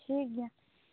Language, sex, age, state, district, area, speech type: Santali, female, 18-30, West Bengal, Purba Bardhaman, rural, conversation